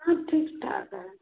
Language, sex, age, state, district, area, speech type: Hindi, female, 60+, Bihar, Madhepura, rural, conversation